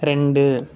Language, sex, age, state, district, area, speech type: Tamil, male, 18-30, Tamil Nadu, Sivaganga, rural, read